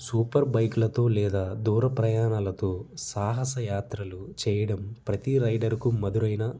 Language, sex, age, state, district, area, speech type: Telugu, male, 18-30, Andhra Pradesh, Nellore, rural, spontaneous